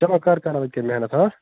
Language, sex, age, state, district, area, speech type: Kashmiri, male, 30-45, Jammu and Kashmir, Kupwara, rural, conversation